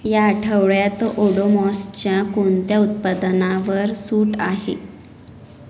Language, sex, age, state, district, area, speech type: Marathi, female, 18-30, Maharashtra, Nagpur, urban, read